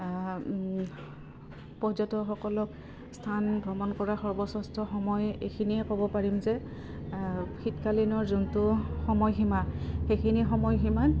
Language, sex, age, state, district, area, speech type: Assamese, female, 30-45, Assam, Udalguri, rural, spontaneous